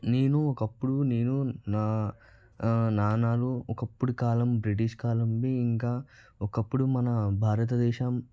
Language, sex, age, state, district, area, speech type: Telugu, male, 30-45, Telangana, Vikarabad, urban, spontaneous